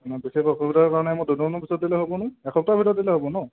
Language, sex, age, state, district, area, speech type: Assamese, male, 18-30, Assam, Dhemaji, rural, conversation